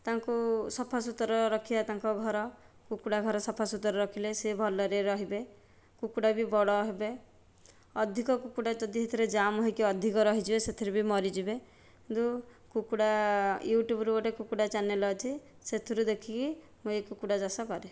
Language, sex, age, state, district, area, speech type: Odia, female, 45-60, Odisha, Nayagarh, rural, spontaneous